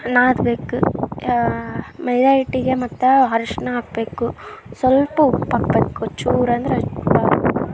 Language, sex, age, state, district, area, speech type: Kannada, female, 18-30, Karnataka, Koppal, rural, spontaneous